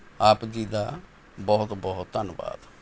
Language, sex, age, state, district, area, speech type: Punjabi, male, 60+, Punjab, Mohali, urban, spontaneous